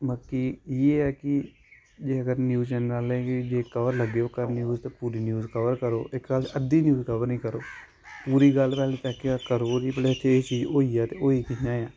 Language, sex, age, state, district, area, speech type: Dogri, male, 18-30, Jammu and Kashmir, Samba, urban, spontaneous